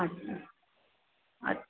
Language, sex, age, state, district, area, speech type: Bengali, female, 30-45, West Bengal, Purba Bardhaman, urban, conversation